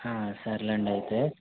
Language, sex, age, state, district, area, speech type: Telugu, male, 18-30, Andhra Pradesh, East Godavari, rural, conversation